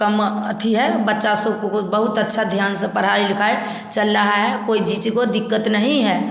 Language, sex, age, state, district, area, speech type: Hindi, female, 60+, Bihar, Samastipur, rural, spontaneous